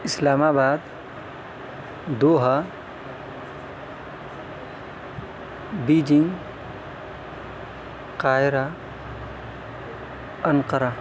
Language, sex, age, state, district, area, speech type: Urdu, male, 18-30, Delhi, South Delhi, urban, spontaneous